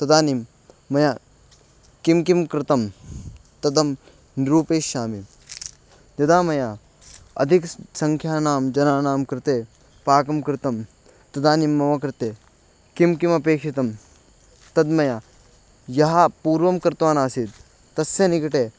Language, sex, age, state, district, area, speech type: Sanskrit, male, 18-30, Delhi, Central Delhi, urban, spontaneous